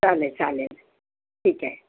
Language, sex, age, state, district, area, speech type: Marathi, female, 60+, Maharashtra, Yavatmal, urban, conversation